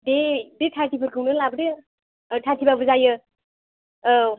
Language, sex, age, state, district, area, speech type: Bodo, female, 18-30, Assam, Chirang, urban, conversation